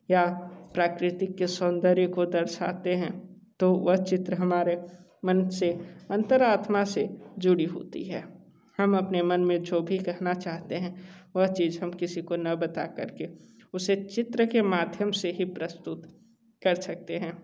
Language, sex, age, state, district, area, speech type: Hindi, male, 30-45, Uttar Pradesh, Sonbhadra, rural, spontaneous